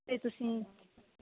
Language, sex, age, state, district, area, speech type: Punjabi, female, 18-30, Punjab, Bathinda, rural, conversation